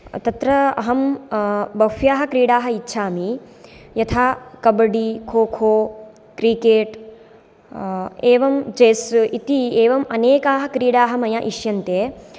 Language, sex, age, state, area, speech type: Sanskrit, female, 18-30, Gujarat, rural, spontaneous